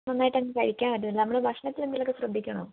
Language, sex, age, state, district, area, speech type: Malayalam, female, 18-30, Kerala, Wayanad, rural, conversation